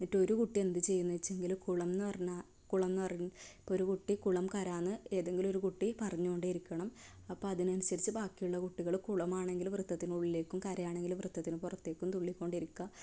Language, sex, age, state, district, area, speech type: Malayalam, female, 18-30, Kerala, Kasaragod, rural, spontaneous